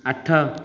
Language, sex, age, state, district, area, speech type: Odia, male, 18-30, Odisha, Jajpur, rural, read